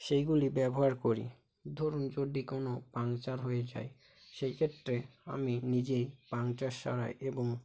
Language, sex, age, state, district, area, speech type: Bengali, male, 45-60, West Bengal, Bankura, urban, spontaneous